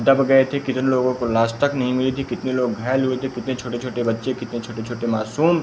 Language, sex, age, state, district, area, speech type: Hindi, male, 18-30, Uttar Pradesh, Pratapgarh, urban, spontaneous